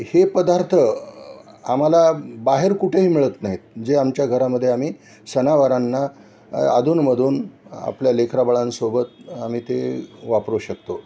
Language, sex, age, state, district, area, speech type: Marathi, male, 60+, Maharashtra, Nanded, urban, spontaneous